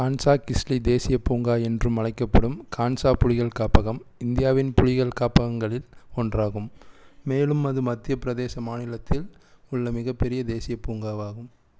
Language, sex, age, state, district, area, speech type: Tamil, male, 18-30, Tamil Nadu, Erode, rural, read